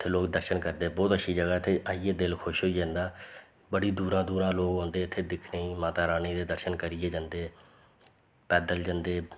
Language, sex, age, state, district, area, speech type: Dogri, male, 30-45, Jammu and Kashmir, Reasi, rural, spontaneous